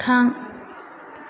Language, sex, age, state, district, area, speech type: Bodo, female, 30-45, Assam, Chirang, urban, read